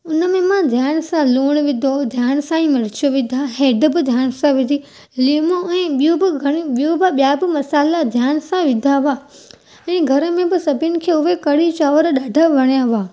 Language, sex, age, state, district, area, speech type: Sindhi, female, 18-30, Gujarat, Junagadh, urban, spontaneous